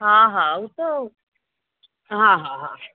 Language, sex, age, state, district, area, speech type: Sindhi, female, 60+, Gujarat, Surat, urban, conversation